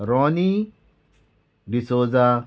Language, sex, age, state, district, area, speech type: Goan Konkani, male, 45-60, Goa, Murmgao, rural, spontaneous